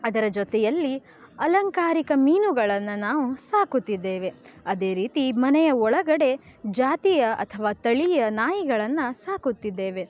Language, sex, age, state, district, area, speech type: Kannada, female, 18-30, Karnataka, Uttara Kannada, rural, spontaneous